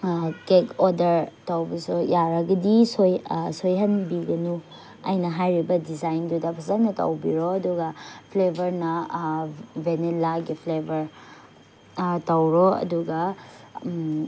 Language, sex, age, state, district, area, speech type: Manipuri, female, 18-30, Manipur, Chandel, rural, spontaneous